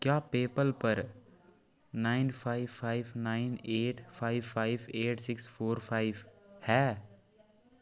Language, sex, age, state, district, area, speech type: Dogri, male, 30-45, Jammu and Kashmir, Udhampur, rural, read